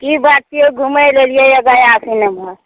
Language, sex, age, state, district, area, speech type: Maithili, female, 60+, Bihar, Araria, rural, conversation